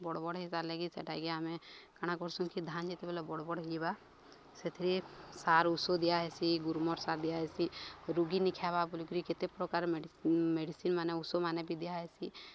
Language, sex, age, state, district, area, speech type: Odia, female, 30-45, Odisha, Balangir, urban, spontaneous